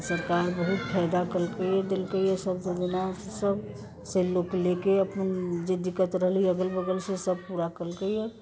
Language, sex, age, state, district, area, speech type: Maithili, female, 60+, Bihar, Sitamarhi, rural, spontaneous